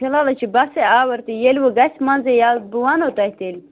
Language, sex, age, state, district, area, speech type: Kashmiri, female, 30-45, Jammu and Kashmir, Bandipora, rural, conversation